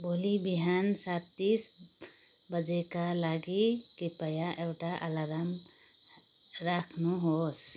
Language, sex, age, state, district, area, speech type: Nepali, female, 30-45, West Bengal, Darjeeling, rural, read